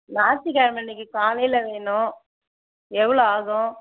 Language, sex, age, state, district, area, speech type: Tamil, female, 60+, Tamil Nadu, Mayiladuthurai, rural, conversation